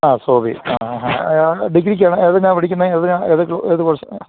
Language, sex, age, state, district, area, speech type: Malayalam, male, 45-60, Kerala, Idukki, rural, conversation